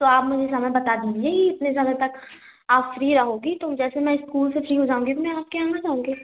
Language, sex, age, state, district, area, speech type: Hindi, female, 18-30, Madhya Pradesh, Hoshangabad, urban, conversation